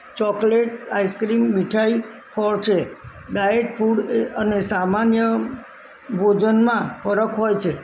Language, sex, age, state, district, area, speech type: Gujarati, female, 60+, Gujarat, Kheda, rural, spontaneous